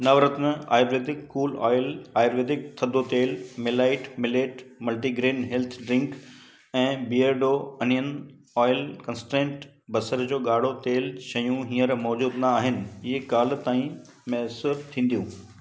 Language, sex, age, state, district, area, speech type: Sindhi, male, 60+, Gujarat, Kutch, urban, read